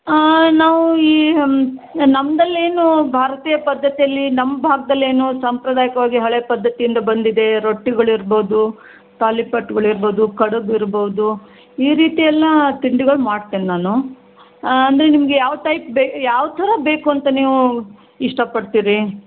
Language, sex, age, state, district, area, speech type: Kannada, female, 60+, Karnataka, Shimoga, rural, conversation